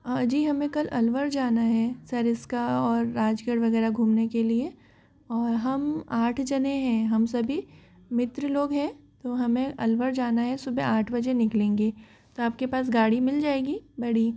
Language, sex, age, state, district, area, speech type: Hindi, female, 45-60, Rajasthan, Jaipur, urban, spontaneous